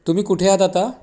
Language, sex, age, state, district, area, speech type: Marathi, male, 45-60, Maharashtra, Raigad, rural, spontaneous